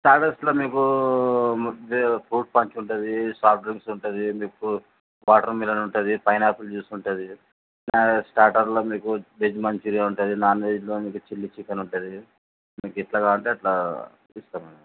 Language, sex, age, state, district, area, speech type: Telugu, male, 45-60, Telangana, Mancherial, rural, conversation